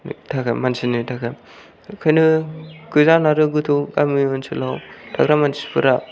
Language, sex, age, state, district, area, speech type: Bodo, male, 18-30, Assam, Kokrajhar, rural, spontaneous